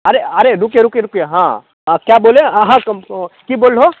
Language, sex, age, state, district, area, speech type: Maithili, male, 30-45, Bihar, Begusarai, urban, conversation